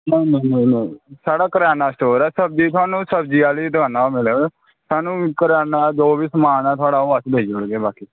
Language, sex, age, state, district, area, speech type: Dogri, male, 18-30, Jammu and Kashmir, Kathua, rural, conversation